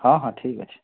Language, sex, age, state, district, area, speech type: Odia, male, 18-30, Odisha, Bargarh, rural, conversation